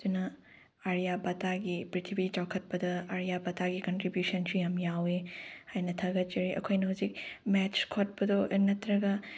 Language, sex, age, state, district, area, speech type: Manipuri, female, 18-30, Manipur, Chandel, rural, spontaneous